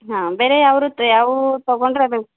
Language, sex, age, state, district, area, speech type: Kannada, female, 30-45, Karnataka, Gulbarga, urban, conversation